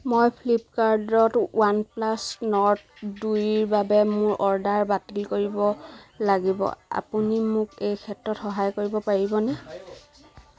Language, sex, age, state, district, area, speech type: Assamese, female, 30-45, Assam, Sivasagar, rural, read